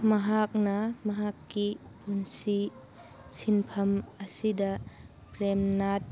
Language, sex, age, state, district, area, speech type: Manipuri, female, 45-60, Manipur, Churachandpur, urban, read